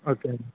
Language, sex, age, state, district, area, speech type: Telugu, male, 18-30, Andhra Pradesh, Kakinada, urban, conversation